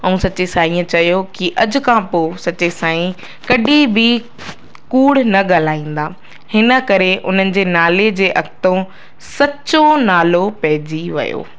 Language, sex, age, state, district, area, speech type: Sindhi, female, 45-60, Madhya Pradesh, Katni, urban, spontaneous